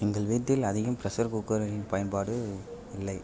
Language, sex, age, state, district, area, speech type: Tamil, male, 18-30, Tamil Nadu, Ariyalur, rural, spontaneous